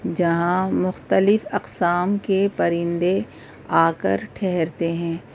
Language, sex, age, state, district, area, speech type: Urdu, female, 45-60, Delhi, North East Delhi, urban, spontaneous